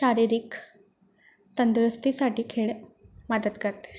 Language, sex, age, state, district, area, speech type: Marathi, female, 18-30, Maharashtra, Washim, rural, spontaneous